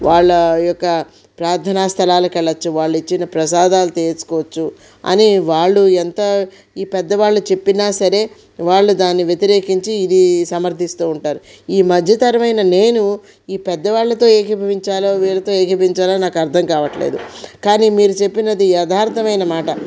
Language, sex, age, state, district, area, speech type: Telugu, female, 45-60, Andhra Pradesh, Krishna, rural, spontaneous